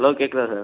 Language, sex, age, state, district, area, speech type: Tamil, male, 18-30, Tamil Nadu, Ariyalur, rural, conversation